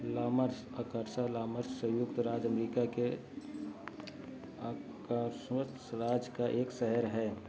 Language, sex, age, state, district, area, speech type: Hindi, male, 30-45, Uttar Pradesh, Ayodhya, rural, read